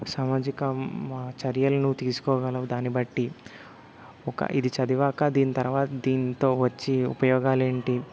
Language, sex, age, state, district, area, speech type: Telugu, male, 18-30, Telangana, Peddapalli, rural, spontaneous